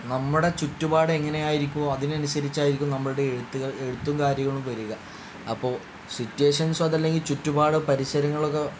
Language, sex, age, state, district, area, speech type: Malayalam, male, 45-60, Kerala, Palakkad, rural, spontaneous